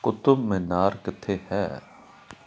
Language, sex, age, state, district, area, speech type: Punjabi, male, 45-60, Punjab, Amritsar, urban, read